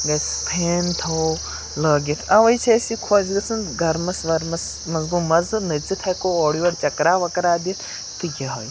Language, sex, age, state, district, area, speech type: Kashmiri, male, 18-30, Jammu and Kashmir, Pulwama, urban, spontaneous